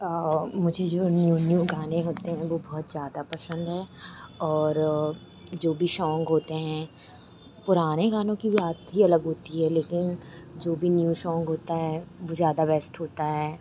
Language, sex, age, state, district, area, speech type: Hindi, female, 18-30, Madhya Pradesh, Chhindwara, urban, spontaneous